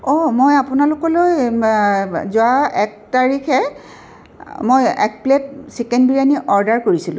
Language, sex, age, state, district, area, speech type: Assamese, female, 45-60, Assam, Tinsukia, rural, spontaneous